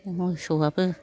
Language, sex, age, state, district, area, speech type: Bodo, female, 60+, Assam, Chirang, rural, spontaneous